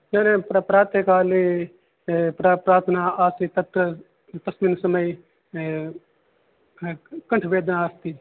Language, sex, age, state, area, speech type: Sanskrit, male, 18-30, Rajasthan, rural, conversation